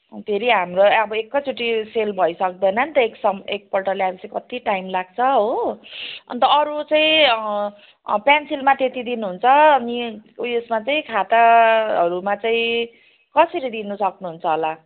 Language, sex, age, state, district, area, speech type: Nepali, female, 45-60, West Bengal, Jalpaiguri, urban, conversation